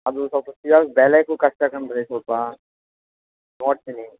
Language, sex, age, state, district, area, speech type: Kannada, male, 18-30, Karnataka, Chamarajanagar, rural, conversation